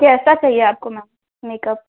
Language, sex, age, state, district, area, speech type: Hindi, female, 18-30, Uttar Pradesh, Ghazipur, urban, conversation